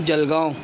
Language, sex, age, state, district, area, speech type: Urdu, male, 30-45, Maharashtra, Nashik, urban, spontaneous